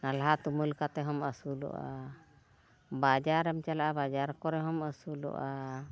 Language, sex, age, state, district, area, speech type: Santali, female, 60+, Odisha, Mayurbhanj, rural, spontaneous